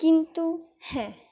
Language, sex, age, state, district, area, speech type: Bengali, female, 18-30, West Bengal, Dakshin Dinajpur, urban, spontaneous